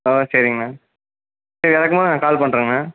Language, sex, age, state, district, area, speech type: Tamil, male, 18-30, Tamil Nadu, Erode, rural, conversation